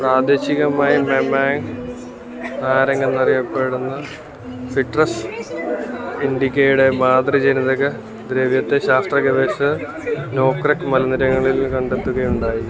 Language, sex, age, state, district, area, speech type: Malayalam, male, 30-45, Kerala, Alappuzha, rural, read